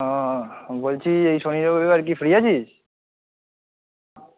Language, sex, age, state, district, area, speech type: Bengali, male, 30-45, West Bengal, Kolkata, urban, conversation